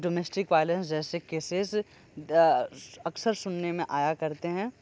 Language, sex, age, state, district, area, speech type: Hindi, male, 30-45, Uttar Pradesh, Sonbhadra, rural, spontaneous